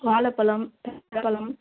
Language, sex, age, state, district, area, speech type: Tamil, female, 18-30, Tamil Nadu, Tiruvallur, urban, conversation